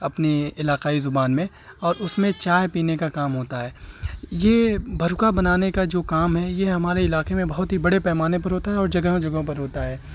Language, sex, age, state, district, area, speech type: Urdu, male, 30-45, Uttar Pradesh, Azamgarh, rural, spontaneous